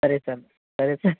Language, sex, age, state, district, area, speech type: Kannada, male, 18-30, Karnataka, Chitradurga, urban, conversation